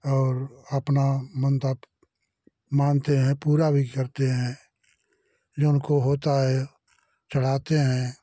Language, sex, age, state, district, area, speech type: Hindi, male, 60+, Uttar Pradesh, Jaunpur, rural, spontaneous